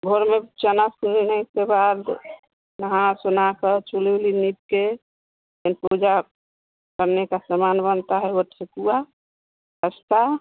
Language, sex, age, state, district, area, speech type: Hindi, female, 45-60, Bihar, Vaishali, rural, conversation